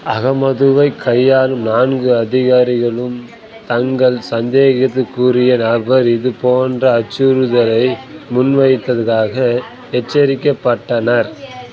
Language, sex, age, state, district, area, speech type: Tamil, male, 18-30, Tamil Nadu, Kallakurichi, rural, read